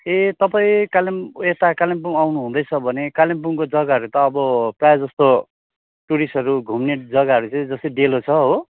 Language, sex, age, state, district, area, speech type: Nepali, male, 30-45, West Bengal, Kalimpong, rural, conversation